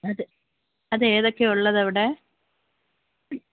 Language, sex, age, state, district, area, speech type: Malayalam, female, 30-45, Kerala, Thiruvananthapuram, rural, conversation